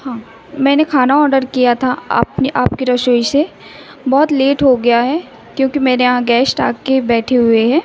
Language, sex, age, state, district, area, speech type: Hindi, female, 18-30, Madhya Pradesh, Chhindwara, urban, spontaneous